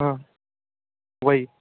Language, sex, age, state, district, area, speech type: Hindi, male, 30-45, Madhya Pradesh, Bhopal, urban, conversation